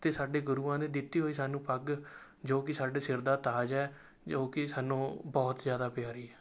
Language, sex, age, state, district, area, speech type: Punjabi, male, 18-30, Punjab, Rupnagar, rural, spontaneous